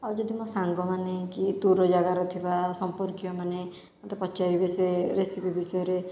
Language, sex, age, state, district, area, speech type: Odia, female, 18-30, Odisha, Khordha, rural, spontaneous